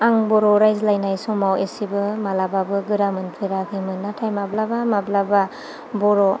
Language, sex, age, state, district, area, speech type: Bodo, female, 30-45, Assam, Chirang, urban, spontaneous